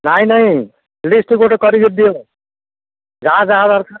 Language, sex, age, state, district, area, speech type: Odia, male, 60+, Odisha, Gajapati, rural, conversation